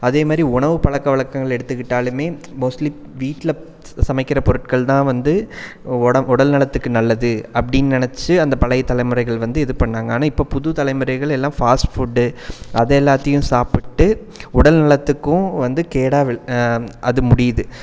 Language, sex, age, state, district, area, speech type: Tamil, male, 30-45, Tamil Nadu, Coimbatore, rural, spontaneous